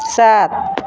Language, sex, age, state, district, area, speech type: Maithili, female, 45-60, Bihar, Madhepura, rural, read